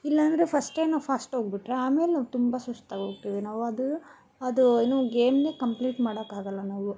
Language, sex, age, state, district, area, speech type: Kannada, female, 18-30, Karnataka, Bangalore Rural, urban, spontaneous